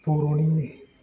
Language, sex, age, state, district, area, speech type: Bodo, male, 18-30, Assam, Udalguri, rural, spontaneous